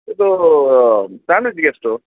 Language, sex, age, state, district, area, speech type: Kannada, male, 30-45, Karnataka, Udupi, rural, conversation